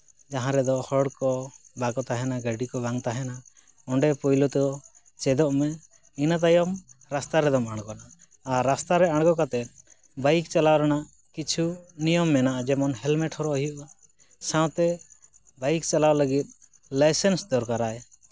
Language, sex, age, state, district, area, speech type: Santali, male, 30-45, West Bengal, Purulia, rural, spontaneous